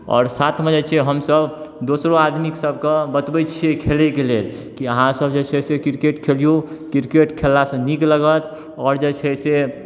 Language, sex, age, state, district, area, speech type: Maithili, male, 18-30, Bihar, Darbhanga, urban, spontaneous